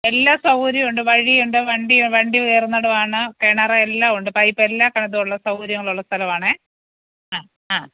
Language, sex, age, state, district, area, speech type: Malayalam, female, 45-60, Kerala, Kottayam, urban, conversation